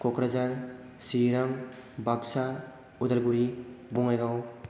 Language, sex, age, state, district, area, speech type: Bodo, male, 18-30, Assam, Chirang, rural, spontaneous